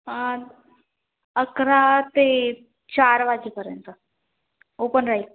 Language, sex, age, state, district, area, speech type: Marathi, female, 18-30, Maharashtra, Washim, rural, conversation